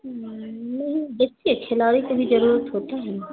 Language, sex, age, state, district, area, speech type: Urdu, female, 45-60, Bihar, Khagaria, rural, conversation